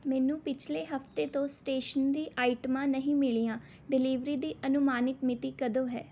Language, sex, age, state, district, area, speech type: Punjabi, female, 18-30, Punjab, Rupnagar, urban, read